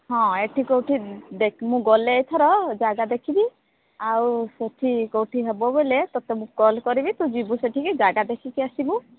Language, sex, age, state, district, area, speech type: Odia, female, 30-45, Odisha, Sambalpur, rural, conversation